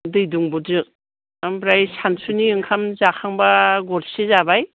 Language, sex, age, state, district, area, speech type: Bodo, female, 45-60, Assam, Baksa, rural, conversation